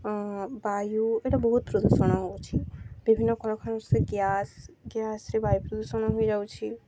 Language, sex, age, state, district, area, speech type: Odia, female, 18-30, Odisha, Subarnapur, urban, spontaneous